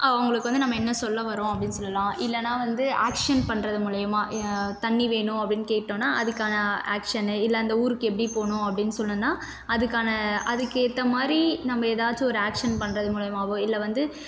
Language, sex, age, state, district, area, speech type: Tamil, female, 18-30, Tamil Nadu, Tiruvannamalai, urban, spontaneous